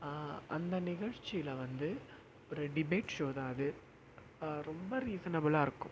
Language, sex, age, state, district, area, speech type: Tamil, male, 18-30, Tamil Nadu, Perambalur, urban, spontaneous